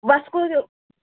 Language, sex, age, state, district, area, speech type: Goan Konkani, female, 18-30, Goa, Murmgao, urban, conversation